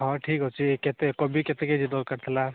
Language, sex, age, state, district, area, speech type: Odia, male, 18-30, Odisha, Rayagada, rural, conversation